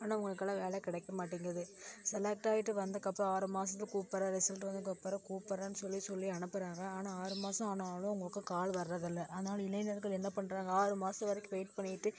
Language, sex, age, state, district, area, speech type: Tamil, female, 18-30, Tamil Nadu, Coimbatore, rural, spontaneous